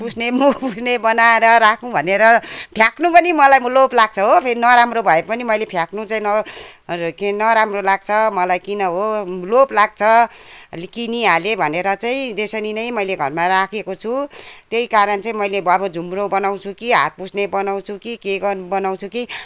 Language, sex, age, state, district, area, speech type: Nepali, female, 60+, West Bengal, Kalimpong, rural, spontaneous